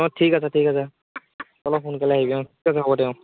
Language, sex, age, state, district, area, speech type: Assamese, male, 18-30, Assam, Lakhimpur, rural, conversation